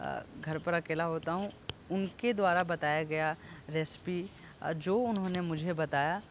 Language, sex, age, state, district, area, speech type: Hindi, male, 30-45, Uttar Pradesh, Sonbhadra, rural, spontaneous